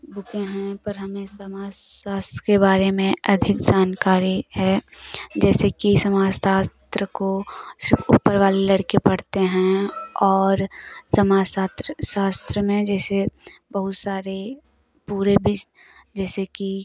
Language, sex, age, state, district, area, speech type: Hindi, female, 18-30, Uttar Pradesh, Prayagraj, rural, spontaneous